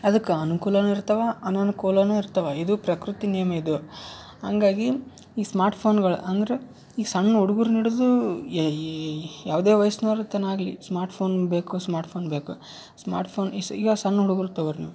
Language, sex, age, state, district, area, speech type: Kannada, male, 18-30, Karnataka, Yadgir, urban, spontaneous